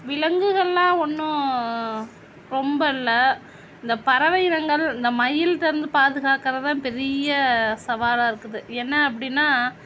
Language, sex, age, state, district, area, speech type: Tamil, female, 45-60, Tamil Nadu, Sivaganga, rural, spontaneous